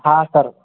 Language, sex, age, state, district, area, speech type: Marathi, male, 18-30, Maharashtra, Yavatmal, rural, conversation